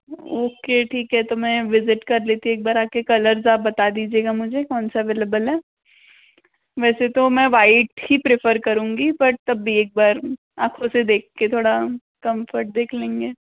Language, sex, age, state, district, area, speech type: Hindi, female, 60+, Madhya Pradesh, Bhopal, urban, conversation